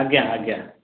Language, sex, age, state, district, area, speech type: Odia, male, 30-45, Odisha, Jagatsinghpur, urban, conversation